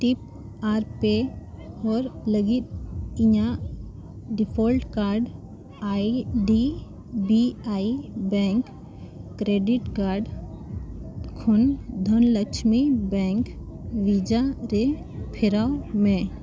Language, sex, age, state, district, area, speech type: Santali, female, 18-30, Jharkhand, Bokaro, rural, read